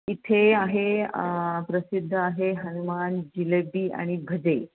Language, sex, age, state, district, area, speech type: Marathi, female, 45-60, Maharashtra, Buldhana, urban, conversation